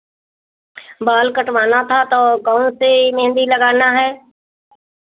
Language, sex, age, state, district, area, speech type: Hindi, female, 60+, Uttar Pradesh, Hardoi, rural, conversation